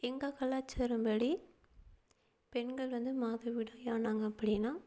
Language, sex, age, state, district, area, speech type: Tamil, female, 18-30, Tamil Nadu, Perambalur, rural, spontaneous